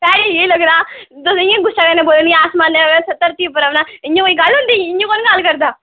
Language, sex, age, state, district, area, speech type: Dogri, female, 30-45, Jammu and Kashmir, Udhampur, urban, conversation